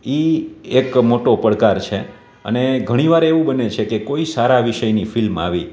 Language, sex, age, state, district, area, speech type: Gujarati, male, 30-45, Gujarat, Rajkot, urban, spontaneous